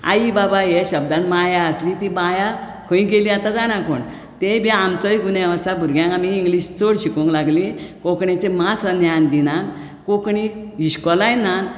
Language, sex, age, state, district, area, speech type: Goan Konkani, female, 60+, Goa, Bardez, urban, spontaneous